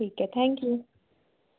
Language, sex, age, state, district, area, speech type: Hindi, female, 30-45, Madhya Pradesh, Jabalpur, urban, conversation